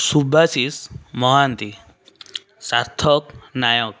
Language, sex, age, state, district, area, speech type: Odia, male, 18-30, Odisha, Cuttack, urban, spontaneous